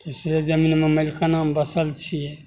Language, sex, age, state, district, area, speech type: Maithili, male, 60+, Bihar, Begusarai, rural, spontaneous